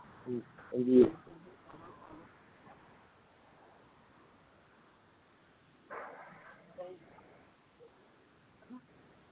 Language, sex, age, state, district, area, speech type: Dogri, male, 30-45, Jammu and Kashmir, Reasi, rural, conversation